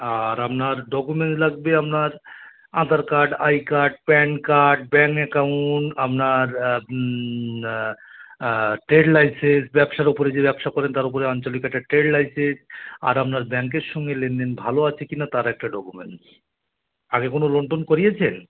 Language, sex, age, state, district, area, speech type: Bengali, male, 45-60, West Bengal, Birbhum, urban, conversation